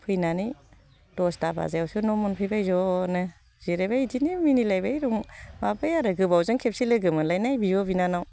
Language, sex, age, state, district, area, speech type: Bodo, female, 30-45, Assam, Baksa, rural, spontaneous